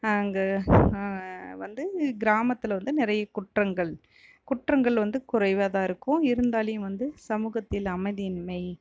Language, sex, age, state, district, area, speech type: Tamil, female, 45-60, Tamil Nadu, Dharmapuri, rural, spontaneous